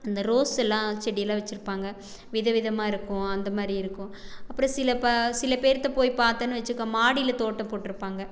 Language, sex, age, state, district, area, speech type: Tamil, female, 45-60, Tamil Nadu, Erode, rural, spontaneous